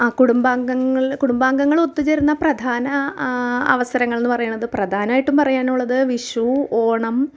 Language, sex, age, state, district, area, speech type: Malayalam, female, 30-45, Kerala, Ernakulam, rural, spontaneous